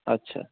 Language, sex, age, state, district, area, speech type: Bengali, male, 18-30, West Bengal, Darjeeling, rural, conversation